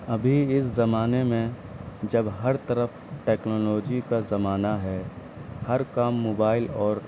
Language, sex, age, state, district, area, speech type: Urdu, male, 18-30, Delhi, South Delhi, urban, spontaneous